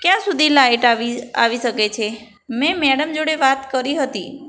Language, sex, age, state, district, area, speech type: Gujarati, female, 18-30, Gujarat, Ahmedabad, urban, spontaneous